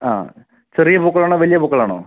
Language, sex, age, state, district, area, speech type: Malayalam, male, 18-30, Kerala, Palakkad, rural, conversation